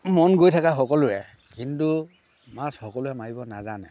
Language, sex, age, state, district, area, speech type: Assamese, male, 60+, Assam, Dhemaji, rural, spontaneous